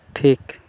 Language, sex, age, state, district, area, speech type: Santali, male, 30-45, Jharkhand, East Singhbhum, rural, read